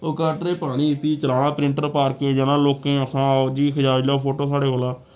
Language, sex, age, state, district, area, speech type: Dogri, male, 18-30, Jammu and Kashmir, Samba, rural, spontaneous